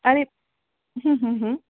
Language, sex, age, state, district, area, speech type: Marathi, female, 45-60, Maharashtra, Amravati, urban, conversation